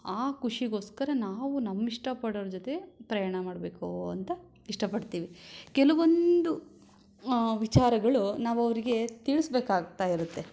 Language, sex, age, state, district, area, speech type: Kannada, female, 18-30, Karnataka, Shimoga, rural, spontaneous